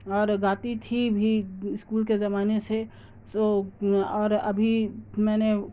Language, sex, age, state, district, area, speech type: Urdu, female, 30-45, Bihar, Darbhanga, rural, spontaneous